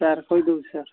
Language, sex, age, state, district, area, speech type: Odia, male, 45-60, Odisha, Nabarangpur, rural, conversation